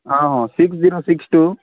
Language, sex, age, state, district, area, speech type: Odia, male, 30-45, Odisha, Nabarangpur, urban, conversation